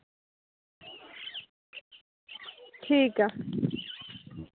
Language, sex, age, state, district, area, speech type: Dogri, female, 18-30, Jammu and Kashmir, Samba, rural, conversation